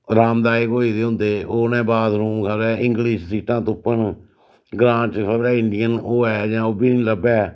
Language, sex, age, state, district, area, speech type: Dogri, male, 60+, Jammu and Kashmir, Reasi, rural, spontaneous